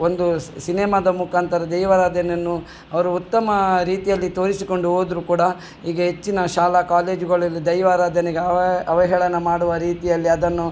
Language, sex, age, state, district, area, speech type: Kannada, male, 45-60, Karnataka, Udupi, rural, spontaneous